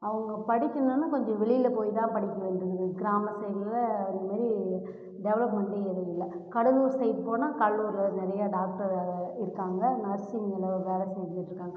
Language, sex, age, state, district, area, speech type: Tamil, female, 18-30, Tamil Nadu, Cuddalore, rural, spontaneous